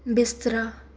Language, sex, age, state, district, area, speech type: Punjabi, female, 18-30, Punjab, Mansa, rural, read